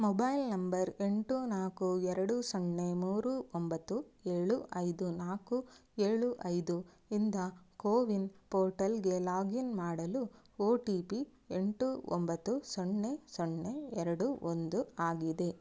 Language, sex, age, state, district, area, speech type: Kannada, female, 30-45, Karnataka, Udupi, rural, read